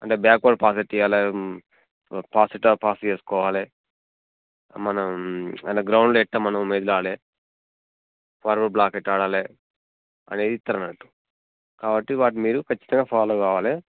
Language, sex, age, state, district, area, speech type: Telugu, male, 30-45, Telangana, Jangaon, rural, conversation